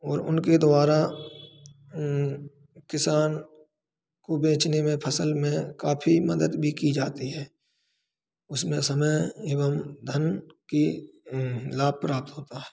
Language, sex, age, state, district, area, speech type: Hindi, male, 30-45, Madhya Pradesh, Hoshangabad, rural, spontaneous